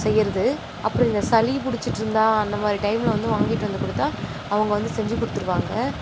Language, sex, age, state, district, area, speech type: Tamil, female, 30-45, Tamil Nadu, Nagapattinam, rural, spontaneous